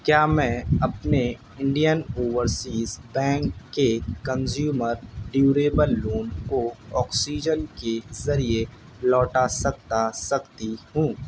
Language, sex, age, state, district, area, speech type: Urdu, male, 18-30, Uttar Pradesh, Shahjahanpur, urban, read